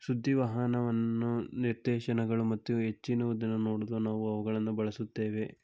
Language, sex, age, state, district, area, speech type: Kannada, male, 18-30, Karnataka, Tumkur, urban, spontaneous